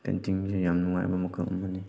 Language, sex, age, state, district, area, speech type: Manipuri, male, 18-30, Manipur, Chandel, rural, spontaneous